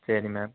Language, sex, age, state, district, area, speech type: Tamil, male, 18-30, Tamil Nadu, Nilgiris, urban, conversation